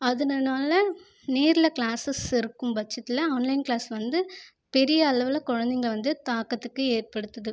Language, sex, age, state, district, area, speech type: Tamil, female, 18-30, Tamil Nadu, Viluppuram, urban, spontaneous